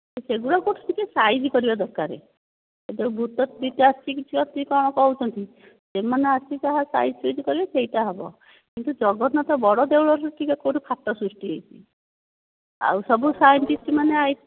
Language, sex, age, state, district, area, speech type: Odia, female, 60+, Odisha, Nayagarh, rural, conversation